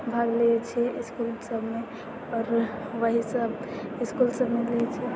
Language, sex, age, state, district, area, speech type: Maithili, female, 18-30, Bihar, Purnia, rural, spontaneous